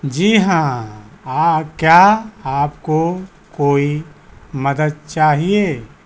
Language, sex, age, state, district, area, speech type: Hindi, male, 60+, Uttar Pradesh, Azamgarh, rural, read